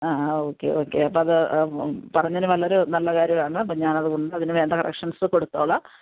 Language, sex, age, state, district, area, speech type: Malayalam, female, 45-60, Kerala, Alappuzha, rural, conversation